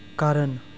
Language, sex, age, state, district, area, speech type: Punjabi, male, 18-30, Punjab, Fatehgarh Sahib, rural, spontaneous